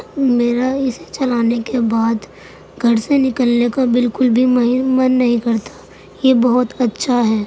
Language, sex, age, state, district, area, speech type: Urdu, female, 45-60, Uttar Pradesh, Gautam Buddha Nagar, rural, spontaneous